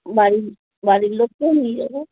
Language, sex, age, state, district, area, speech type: Bengali, female, 30-45, West Bengal, Darjeeling, urban, conversation